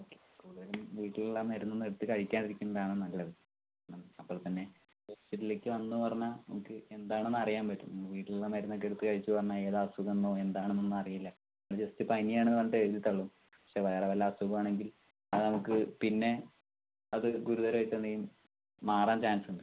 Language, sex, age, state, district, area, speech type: Malayalam, male, 18-30, Kerala, Palakkad, rural, conversation